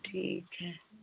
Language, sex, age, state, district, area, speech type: Hindi, female, 45-60, Uttar Pradesh, Chandauli, rural, conversation